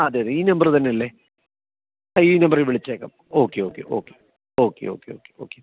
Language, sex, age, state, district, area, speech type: Malayalam, male, 45-60, Kerala, Kottayam, urban, conversation